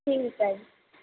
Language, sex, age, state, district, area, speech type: Punjabi, female, 18-30, Punjab, Barnala, urban, conversation